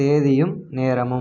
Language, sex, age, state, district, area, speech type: Tamil, male, 18-30, Tamil Nadu, Erode, rural, read